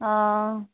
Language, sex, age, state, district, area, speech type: Assamese, female, 60+, Assam, Morigaon, rural, conversation